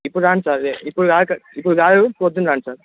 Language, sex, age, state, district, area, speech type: Telugu, male, 18-30, Telangana, Bhadradri Kothagudem, urban, conversation